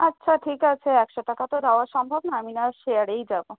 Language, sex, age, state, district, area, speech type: Bengali, female, 18-30, West Bengal, South 24 Parganas, urban, conversation